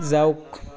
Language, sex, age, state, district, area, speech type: Assamese, male, 18-30, Assam, Tinsukia, urban, read